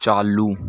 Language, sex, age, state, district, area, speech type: Hindi, male, 18-30, Rajasthan, Jaipur, urban, read